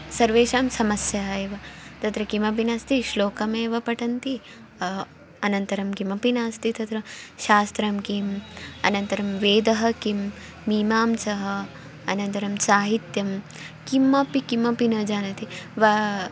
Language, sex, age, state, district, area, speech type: Sanskrit, female, 18-30, Karnataka, Vijayanagara, urban, spontaneous